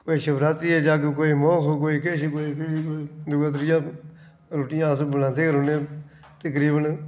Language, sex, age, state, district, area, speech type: Dogri, male, 45-60, Jammu and Kashmir, Reasi, rural, spontaneous